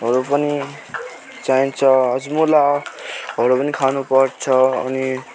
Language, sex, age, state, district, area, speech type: Nepali, male, 18-30, West Bengal, Alipurduar, rural, spontaneous